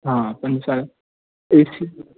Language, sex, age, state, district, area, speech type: Sindhi, male, 18-30, Maharashtra, Thane, urban, conversation